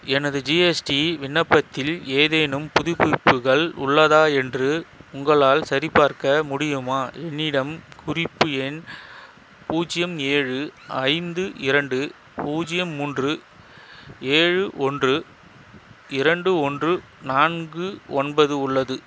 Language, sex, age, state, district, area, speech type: Tamil, male, 30-45, Tamil Nadu, Chengalpattu, rural, read